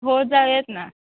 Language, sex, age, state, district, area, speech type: Marathi, female, 18-30, Maharashtra, Satara, rural, conversation